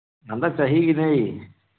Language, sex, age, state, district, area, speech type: Manipuri, male, 60+, Manipur, Churachandpur, urban, conversation